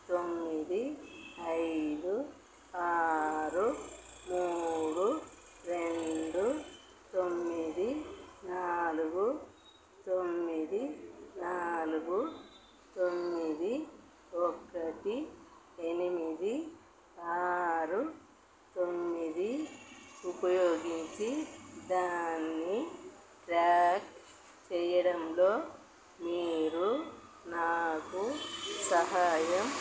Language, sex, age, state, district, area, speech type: Telugu, female, 45-60, Telangana, Peddapalli, rural, read